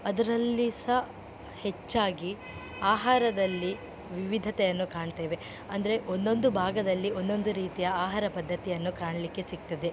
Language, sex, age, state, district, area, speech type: Kannada, female, 18-30, Karnataka, Dakshina Kannada, rural, spontaneous